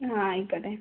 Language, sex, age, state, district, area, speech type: Malayalam, female, 45-60, Kerala, Kozhikode, urban, conversation